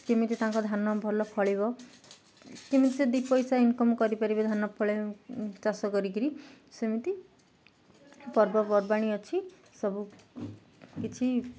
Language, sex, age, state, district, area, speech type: Odia, female, 30-45, Odisha, Jagatsinghpur, urban, spontaneous